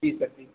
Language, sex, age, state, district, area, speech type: Hindi, male, 30-45, Madhya Pradesh, Hoshangabad, rural, conversation